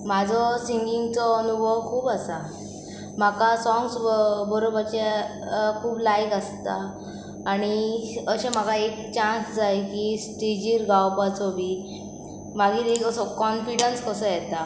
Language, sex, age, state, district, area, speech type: Goan Konkani, female, 18-30, Goa, Pernem, rural, spontaneous